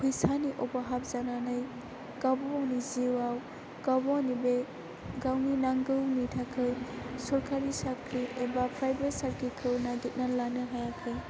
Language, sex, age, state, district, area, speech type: Bodo, female, 18-30, Assam, Chirang, urban, spontaneous